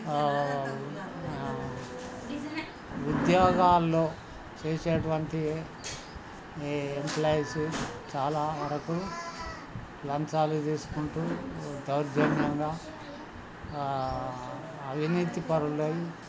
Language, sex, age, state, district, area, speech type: Telugu, male, 60+, Telangana, Hanamkonda, rural, spontaneous